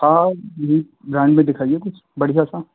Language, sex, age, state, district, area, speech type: Hindi, male, 45-60, Uttar Pradesh, Sitapur, rural, conversation